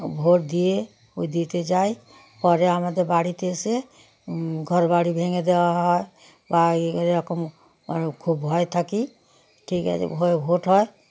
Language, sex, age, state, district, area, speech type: Bengali, female, 60+, West Bengal, Darjeeling, rural, spontaneous